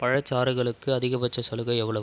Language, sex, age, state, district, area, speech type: Tamil, male, 18-30, Tamil Nadu, Viluppuram, urban, read